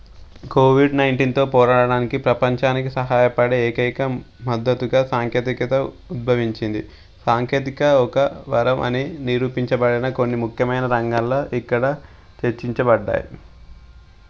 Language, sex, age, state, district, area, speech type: Telugu, male, 18-30, Telangana, Sangareddy, rural, spontaneous